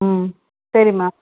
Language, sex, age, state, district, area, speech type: Tamil, female, 30-45, Tamil Nadu, Tirunelveli, rural, conversation